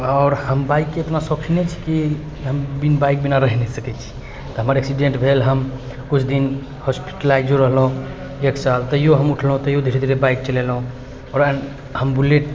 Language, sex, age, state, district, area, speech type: Maithili, male, 30-45, Bihar, Purnia, rural, spontaneous